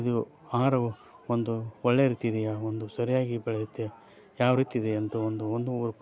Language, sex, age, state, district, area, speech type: Kannada, male, 30-45, Karnataka, Koppal, rural, spontaneous